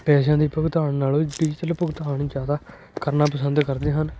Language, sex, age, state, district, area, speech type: Punjabi, male, 18-30, Punjab, Shaheed Bhagat Singh Nagar, urban, spontaneous